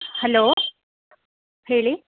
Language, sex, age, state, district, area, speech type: Kannada, female, 30-45, Karnataka, Chitradurga, rural, conversation